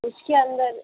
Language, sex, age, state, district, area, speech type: Hindi, female, 45-60, Rajasthan, Jodhpur, urban, conversation